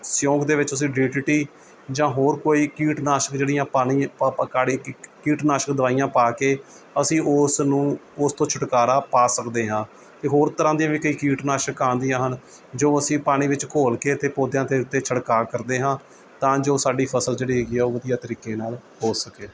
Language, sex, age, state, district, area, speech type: Punjabi, male, 45-60, Punjab, Mohali, urban, spontaneous